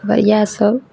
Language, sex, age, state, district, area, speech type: Maithili, female, 18-30, Bihar, Araria, rural, spontaneous